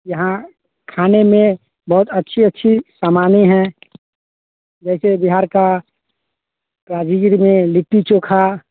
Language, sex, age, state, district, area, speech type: Hindi, male, 30-45, Bihar, Vaishali, rural, conversation